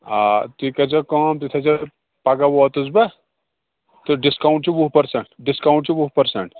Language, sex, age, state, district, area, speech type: Kashmiri, male, 18-30, Jammu and Kashmir, Pulwama, rural, conversation